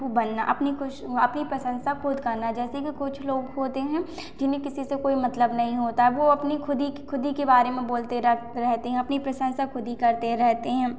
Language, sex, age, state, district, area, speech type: Hindi, female, 18-30, Madhya Pradesh, Hoshangabad, rural, spontaneous